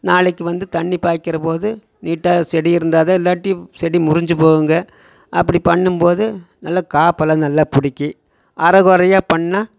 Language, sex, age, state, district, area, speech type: Tamil, male, 45-60, Tamil Nadu, Coimbatore, rural, spontaneous